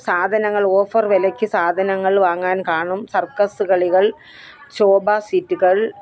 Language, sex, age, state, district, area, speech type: Malayalam, female, 60+, Kerala, Kollam, rural, spontaneous